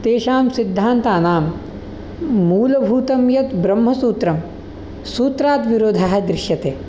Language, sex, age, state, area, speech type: Sanskrit, male, 18-30, Delhi, urban, spontaneous